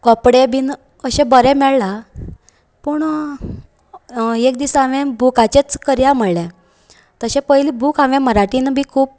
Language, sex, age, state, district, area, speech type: Goan Konkani, female, 18-30, Goa, Canacona, rural, spontaneous